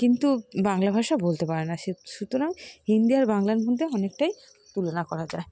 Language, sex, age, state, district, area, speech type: Bengali, female, 30-45, West Bengal, South 24 Parganas, rural, spontaneous